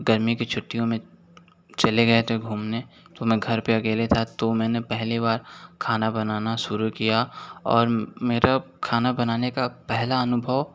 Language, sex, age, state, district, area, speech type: Hindi, male, 18-30, Uttar Pradesh, Sonbhadra, rural, spontaneous